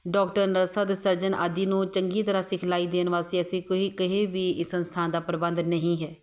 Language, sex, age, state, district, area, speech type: Punjabi, female, 30-45, Punjab, Tarn Taran, urban, spontaneous